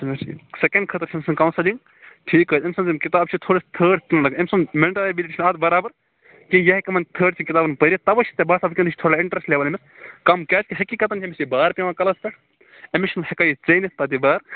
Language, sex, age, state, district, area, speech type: Kashmiri, male, 30-45, Jammu and Kashmir, Baramulla, rural, conversation